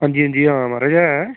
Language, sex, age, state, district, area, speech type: Dogri, male, 30-45, Jammu and Kashmir, Samba, rural, conversation